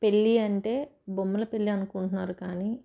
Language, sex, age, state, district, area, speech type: Telugu, female, 30-45, Telangana, Medchal, rural, spontaneous